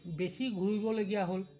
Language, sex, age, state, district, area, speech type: Assamese, male, 60+, Assam, Majuli, urban, spontaneous